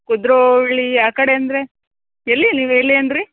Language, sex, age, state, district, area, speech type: Kannada, female, 30-45, Karnataka, Dakshina Kannada, rural, conversation